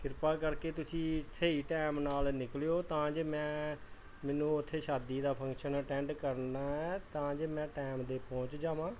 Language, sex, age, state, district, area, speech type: Punjabi, male, 45-60, Punjab, Pathankot, rural, spontaneous